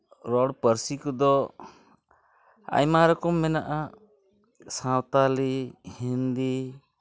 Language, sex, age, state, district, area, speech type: Santali, male, 45-60, West Bengal, Purulia, rural, spontaneous